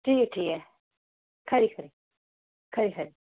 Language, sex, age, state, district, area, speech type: Dogri, female, 30-45, Jammu and Kashmir, Udhampur, urban, conversation